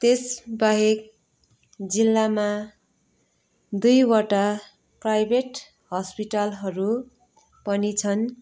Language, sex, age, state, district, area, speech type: Nepali, female, 45-60, West Bengal, Darjeeling, rural, spontaneous